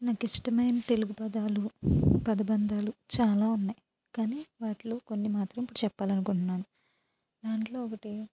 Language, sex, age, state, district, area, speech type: Telugu, female, 30-45, Andhra Pradesh, Eluru, rural, spontaneous